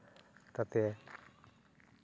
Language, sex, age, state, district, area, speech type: Santali, male, 18-30, West Bengal, Purba Bardhaman, rural, spontaneous